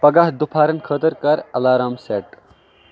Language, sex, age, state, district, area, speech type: Kashmiri, male, 18-30, Jammu and Kashmir, Kupwara, rural, read